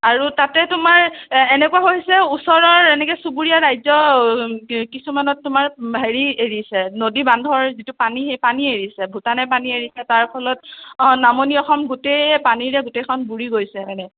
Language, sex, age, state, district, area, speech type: Assamese, female, 60+, Assam, Nagaon, rural, conversation